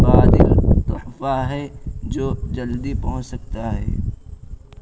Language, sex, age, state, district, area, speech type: Urdu, male, 18-30, Uttar Pradesh, Balrampur, rural, spontaneous